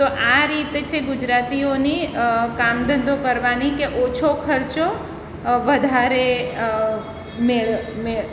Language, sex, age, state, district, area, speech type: Gujarati, female, 45-60, Gujarat, Surat, urban, spontaneous